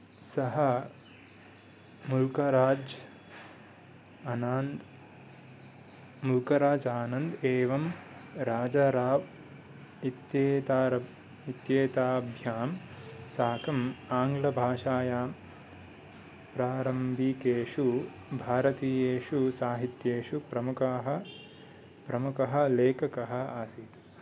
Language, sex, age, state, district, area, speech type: Sanskrit, male, 18-30, Karnataka, Mysore, urban, read